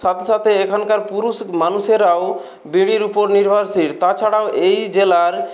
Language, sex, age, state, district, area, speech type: Bengali, male, 18-30, West Bengal, Purulia, rural, spontaneous